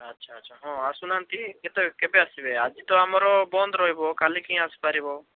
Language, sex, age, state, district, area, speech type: Odia, male, 18-30, Odisha, Bhadrak, rural, conversation